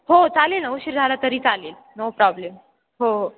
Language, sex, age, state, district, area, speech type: Marathi, female, 18-30, Maharashtra, Ahmednagar, urban, conversation